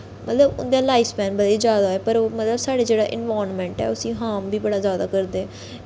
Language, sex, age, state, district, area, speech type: Dogri, female, 30-45, Jammu and Kashmir, Reasi, urban, spontaneous